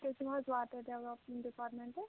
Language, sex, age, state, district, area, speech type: Kashmiri, female, 18-30, Jammu and Kashmir, Kulgam, rural, conversation